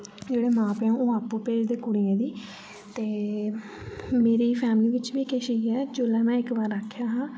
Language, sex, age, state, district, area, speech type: Dogri, female, 18-30, Jammu and Kashmir, Jammu, urban, spontaneous